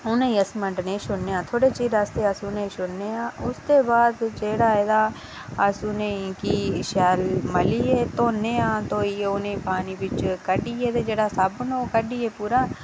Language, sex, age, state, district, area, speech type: Dogri, female, 18-30, Jammu and Kashmir, Reasi, rural, spontaneous